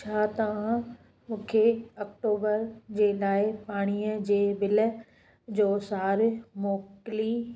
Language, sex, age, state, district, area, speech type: Sindhi, female, 45-60, Gujarat, Kutch, urban, read